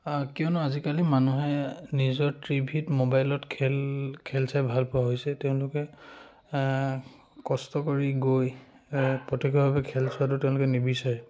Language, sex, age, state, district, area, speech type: Assamese, male, 18-30, Assam, Charaideo, rural, spontaneous